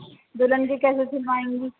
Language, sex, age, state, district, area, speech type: Urdu, female, 30-45, Uttar Pradesh, Rampur, urban, conversation